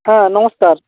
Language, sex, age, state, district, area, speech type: Bengali, male, 18-30, West Bengal, Purba Medinipur, rural, conversation